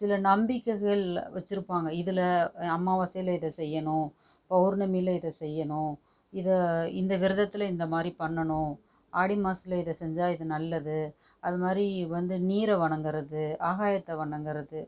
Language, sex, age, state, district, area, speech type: Tamil, female, 30-45, Tamil Nadu, Tiruchirappalli, rural, spontaneous